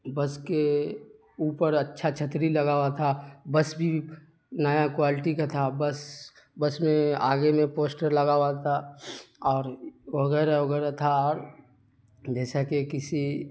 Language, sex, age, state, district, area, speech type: Urdu, male, 30-45, Bihar, Darbhanga, urban, spontaneous